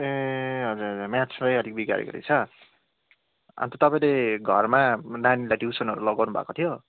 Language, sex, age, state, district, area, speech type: Nepali, male, 18-30, West Bengal, Kalimpong, rural, conversation